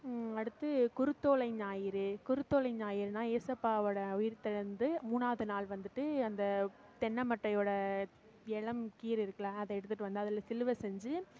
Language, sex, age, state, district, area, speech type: Tamil, female, 18-30, Tamil Nadu, Mayiladuthurai, rural, spontaneous